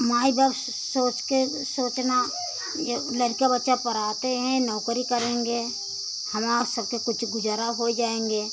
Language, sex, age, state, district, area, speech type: Hindi, female, 60+, Uttar Pradesh, Pratapgarh, rural, spontaneous